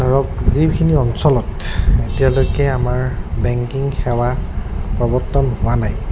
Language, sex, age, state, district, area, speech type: Assamese, male, 30-45, Assam, Goalpara, urban, spontaneous